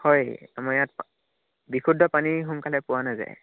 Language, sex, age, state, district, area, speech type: Assamese, male, 18-30, Assam, Dibrugarh, urban, conversation